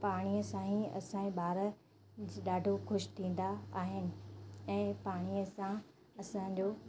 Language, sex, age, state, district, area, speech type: Sindhi, female, 30-45, Madhya Pradesh, Katni, urban, spontaneous